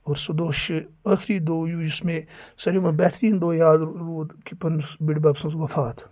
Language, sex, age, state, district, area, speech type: Kashmiri, male, 30-45, Jammu and Kashmir, Kupwara, rural, spontaneous